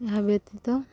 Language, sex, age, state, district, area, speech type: Odia, female, 30-45, Odisha, Subarnapur, urban, spontaneous